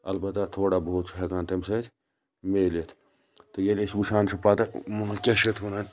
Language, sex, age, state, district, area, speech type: Kashmiri, male, 18-30, Jammu and Kashmir, Baramulla, rural, spontaneous